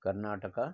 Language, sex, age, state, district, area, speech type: Sindhi, male, 60+, Gujarat, Surat, urban, spontaneous